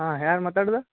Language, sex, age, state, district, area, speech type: Kannada, male, 30-45, Karnataka, Gadag, rural, conversation